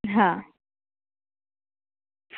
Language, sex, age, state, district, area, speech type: Gujarati, female, 30-45, Gujarat, Anand, urban, conversation